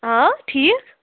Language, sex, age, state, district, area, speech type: Kashmiri, female, 18-30, Jammu and Kashmir, Shopian, rural, conversation